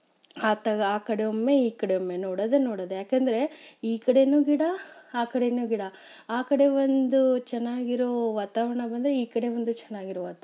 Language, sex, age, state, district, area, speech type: Kannada, female, 30-45, Karnataka, Chikkaballapur, rural, spontaneous